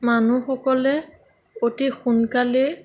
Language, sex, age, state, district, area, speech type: Assamese, female, 18-30, Assam, Sonitpur, rural, spontaneous